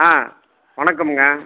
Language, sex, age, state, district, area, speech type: Tamil, male, 45-60, Tamil Nadu, Krishnagiri, rural, conversation